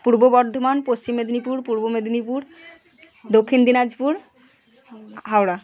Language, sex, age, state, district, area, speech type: Bengali, female, 30-45, West Bengal, Purba Bardhaman, urban, spontaneous